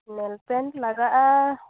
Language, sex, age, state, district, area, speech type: Santali, female, 30-45, West Bengal, Purulia, rural, conversation